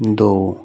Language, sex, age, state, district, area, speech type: Punjabi, male, 30-45, Punjab, Fazilka, rural, read